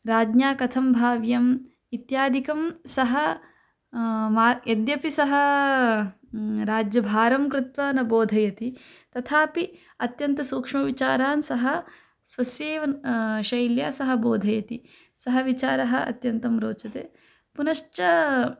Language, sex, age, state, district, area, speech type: Sanskrit, female, 18-30, Karnataka, Chikkaballapur, rural, spontaneous